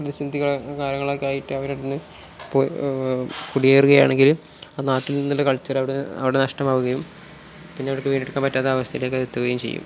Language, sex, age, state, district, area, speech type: Malayalam, male, 18-30, Kerala, Malappuram, rural, spontaneous